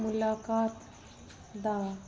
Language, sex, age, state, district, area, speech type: Punjabi, female, 18-30, Punjab, Fazilka, rural, read